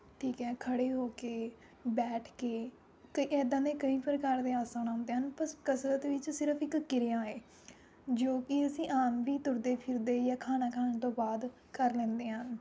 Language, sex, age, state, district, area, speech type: Punjabi, female, 18-30, Punjab, Rupnagar, rural, spontaneous